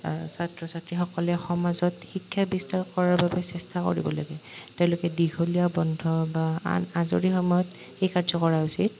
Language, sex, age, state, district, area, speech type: Assamese, male, 18-30, Assam, Nalbari, rural, spontaneous